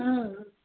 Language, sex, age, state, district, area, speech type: Gujarati, female, 45-60, Gujarat, Rajkot, rural, conversation